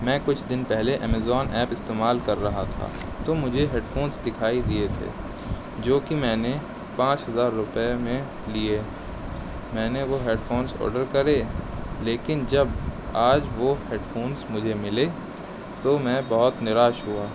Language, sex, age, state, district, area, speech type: Urdu, male, 18-30, Uttar Pradesh, Shahjahanpur, rural, spontaneous